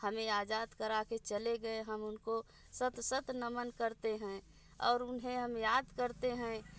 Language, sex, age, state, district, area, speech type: Hindi, female, 60+, Uttar Pradesh, Bhadohi, urban, spontaneous